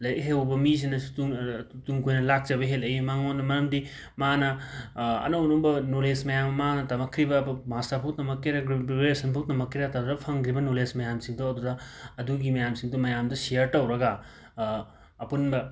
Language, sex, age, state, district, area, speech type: Manipuri, male, 18-30, Manipur, Imphal West, rural, spontaneous